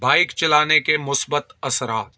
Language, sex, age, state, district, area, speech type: Urdu, male, 45-60, Delhi, South Delhi, urban, spontaneous